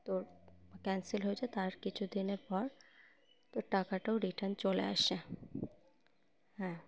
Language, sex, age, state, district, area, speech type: Bengali, female, 18-30, West Bengal, Uttar Dinajpur, urban, spontaneous